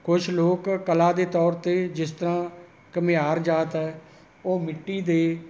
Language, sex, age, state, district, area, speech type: Punjabi, male, 60+, Punjab, Rupnagar, rural, spontaneous